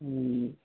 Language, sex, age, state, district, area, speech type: Urdu, male, 18-30, Bihar, Gaya, rural, conversation